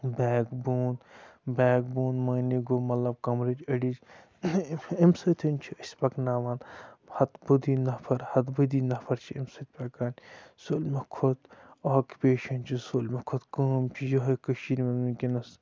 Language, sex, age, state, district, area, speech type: Kashmiri, male, 45-60, Jammu and Kashmir, Bandipora, rural, spontaneous